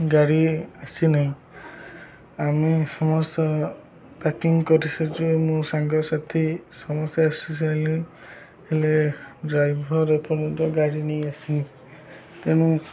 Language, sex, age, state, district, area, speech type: Odia, male, 18-30, Odisha, Jagatsinghpur, rural, spontaneous